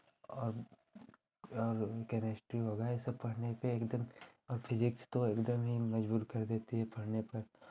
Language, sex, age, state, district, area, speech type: Hindi, male, 18-30, Uttar Pradesh, Chandauli, urban, spontaneous